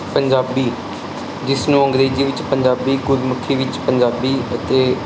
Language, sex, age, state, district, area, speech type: Punjabi, male, 30-45, Punjab, Mansa, urban, spontaneous